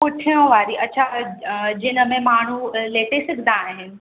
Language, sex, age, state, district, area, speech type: Sindhi, female, 18-30, Uttar Pradesh, Lucknow, urban, conversation